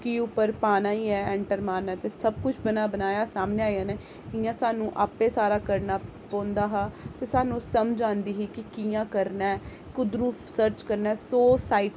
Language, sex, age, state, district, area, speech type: Dogri, female, 30-45, Jammu and Kashmir, Jammu, urban, spontaneous